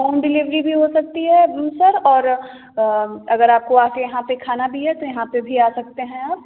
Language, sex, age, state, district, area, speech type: Hindi, female, 18-30, Uttar Pradesh, Jaunpur, rural, conversation